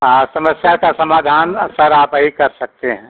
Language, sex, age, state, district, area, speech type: Hindi, male, 60+, Uttar Pradesh, Azamgarh, rural, conversation